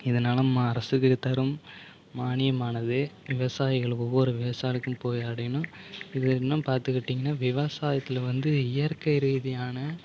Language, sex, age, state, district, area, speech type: Tamil, male, 30-45, Tamil Nadu, Mayiladuthurai, urban, spontaneous